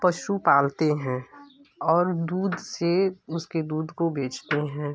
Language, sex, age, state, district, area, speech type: Hindi, female, 30-45, Uttar Pradesh, Ghazipur, rural, spontaneous